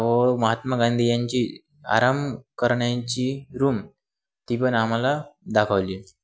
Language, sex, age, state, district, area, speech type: Marathi, male, 18-30, Maharashtra, Wardha, urban, spontaneous